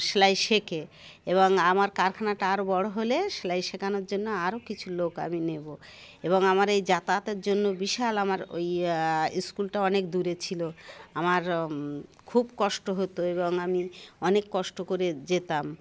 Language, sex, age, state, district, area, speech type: Bengali, female, 45-60, West Bengal, Darjeeling, urban, spontaneous